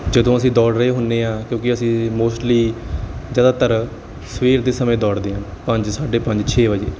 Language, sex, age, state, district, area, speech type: Punjabi, male, 18-30, Punjab, Barnala, rural, spontaneous